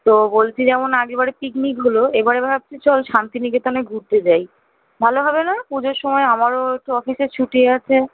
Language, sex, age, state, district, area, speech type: Bengali, female, 18-30, West Bengal, Kolkata, urban, conversation